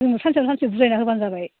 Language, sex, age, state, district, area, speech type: Bodo, female, 30-45, Assam, Baksa, rural, conversation